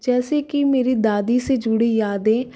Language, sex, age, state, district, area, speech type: Hindi, female, 18-30, Rajasthan, Jaipur, urban, spontaneous